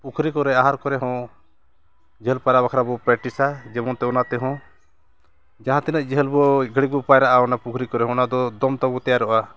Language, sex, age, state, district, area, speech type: Santali, male, 45-60, Jharkhand, Bokaro, rural, spontaneous